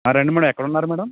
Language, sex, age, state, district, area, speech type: Telugu, male, 30-45, Andhra Pradesh, Konaseema, rural, conversation